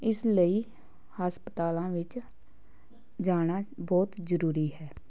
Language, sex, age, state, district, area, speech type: Punjabi, female, 18-30, Punjab, Patiala, rural, spontaneous